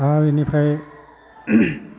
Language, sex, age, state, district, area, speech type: Bodo, male, 45-60, Assam, Kokrajhar, urban, spontaneous